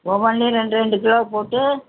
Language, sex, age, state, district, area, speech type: Tamil, female, 60+, Tamil Nadu, Ariyalur, rural, conversation